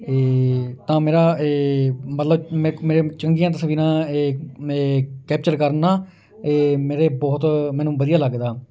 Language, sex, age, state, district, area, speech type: Punjabi, male, 18-30, Punjab, Hoshiarpur, rural, spontaneous